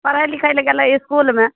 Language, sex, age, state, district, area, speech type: Maithili, female, 45-60, Bihar, Madhepura, rural, conversation